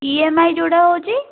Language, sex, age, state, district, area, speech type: Odia, female, 18-30, Odisha, Puri, urban, conversation